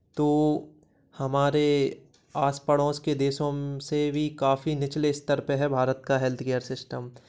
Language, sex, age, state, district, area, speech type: Hindi, male, 18-30, Madhya Pradesh, Gwalior, urban, spontaneous